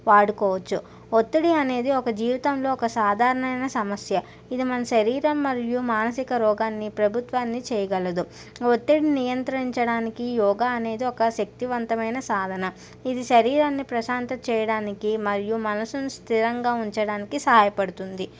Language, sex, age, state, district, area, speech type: Telugu, female, 60+, Andhra Pradesh, N T Rama Rao, urban, spontaneous